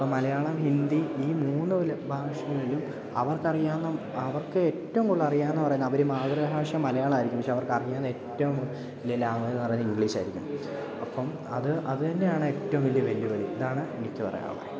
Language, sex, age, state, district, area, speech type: Malayalam, male, 18-30, Kerala, Idukki, rural, spontaneous